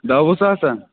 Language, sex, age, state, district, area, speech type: Kashmiri, male, 30-45, Jammu and Kashmir, Bandipora, rural, conversation